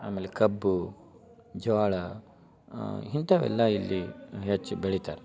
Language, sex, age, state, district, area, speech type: Kannada, male, 30-45, Karnataka, Dharwad, rural, spontaneous